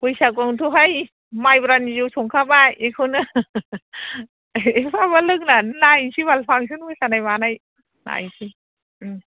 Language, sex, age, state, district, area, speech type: Bodo, female, 60+, Assam, Udalguri, rural, conversation